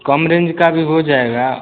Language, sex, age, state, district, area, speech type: Hindi, male, 18-30, Bihar, Vaishali, rural, conversation